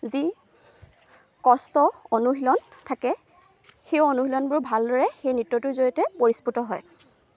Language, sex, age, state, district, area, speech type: Assamese, female, 18-30, Assam, Lakhimpur, rural, spontaneous